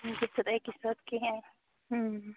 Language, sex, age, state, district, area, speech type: Kashmiri, female, 30-45, Jammu and Kashmir, Bandipora, rural, conversation